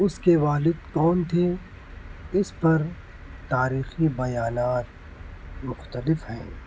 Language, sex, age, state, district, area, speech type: Urdu, male, 60+, Maharashtra, Nashik, urban, read